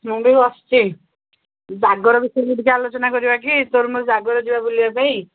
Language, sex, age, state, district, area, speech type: Odia, female, 45-60, Odisha, Nayagarh, rural, conversation